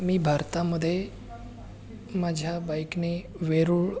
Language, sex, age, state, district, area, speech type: Marathi, male, 30-45, Maharashtra, Aurangabad, rural, spontaneous